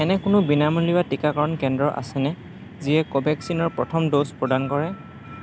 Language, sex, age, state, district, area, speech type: Assamese, male, 30-45, Assam, Morigaon, rural, read